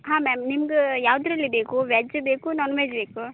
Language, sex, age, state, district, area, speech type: Kannada, female, 30-45, Karnataka, Uttara Kannada, rural, conversation